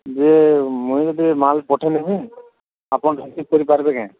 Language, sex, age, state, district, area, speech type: Odia, female, 45-60, Odisha, Nuapada, urban, conversation